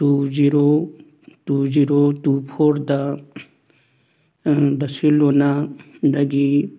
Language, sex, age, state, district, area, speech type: Manipuri, male, 60+, Manipur, Churachandpur, urban, read